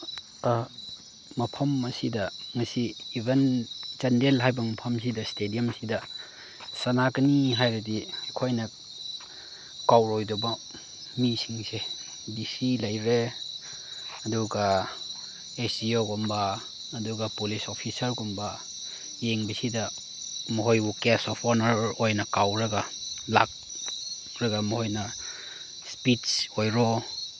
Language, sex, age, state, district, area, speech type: Manipuri, male, 30-45, Manipur, Chandel, rural, spontaneous